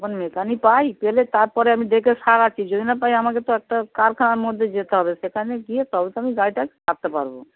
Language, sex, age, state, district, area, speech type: Bengali, female, 60+, West Bengal, Dakshin Dinajpur, rural, conversation